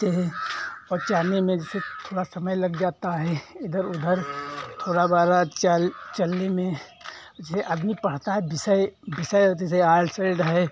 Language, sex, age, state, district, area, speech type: Hindi, male, 45-60, Uttar Pradesh, Hardoi, rural, spontaneous